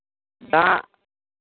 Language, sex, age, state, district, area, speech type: Santali, male, 18-30, Jharkhand, East Singhbhum, rural, conversation